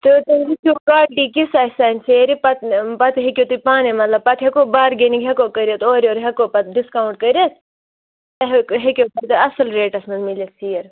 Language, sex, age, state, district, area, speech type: Kashmiri, female, 30-45, Jammu and Kashmir, Anantnag, rural, conversation